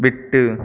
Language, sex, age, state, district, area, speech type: Tamil, male, 18-30, Tamil Nadu, Pudukkottai, rural, read